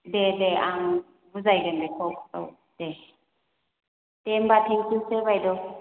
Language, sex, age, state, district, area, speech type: Bodo, female, 30-45, Assam, Kokrajhar, urban, conversation